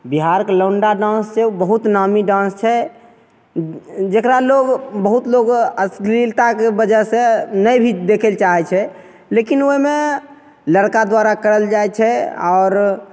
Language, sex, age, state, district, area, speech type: Maithili, male, 30-45, Bihar, Begusarai, urban, spontaneous